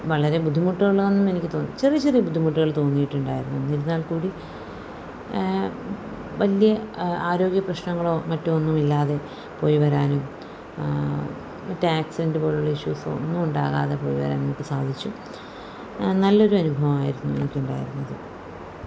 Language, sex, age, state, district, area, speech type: Malayalam, female, 45-60, Kerala, Palakkad, rural, spontaneous